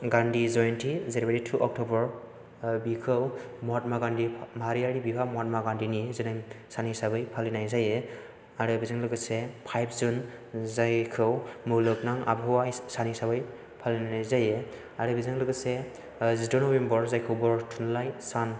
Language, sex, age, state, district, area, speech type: Bodo, male, 18-30, Assam, Chirang, rural, spontaneous